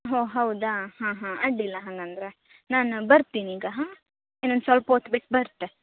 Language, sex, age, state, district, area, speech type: Kannada, female, 30-45, Karnataka, Uttara Kannada, rural, conversation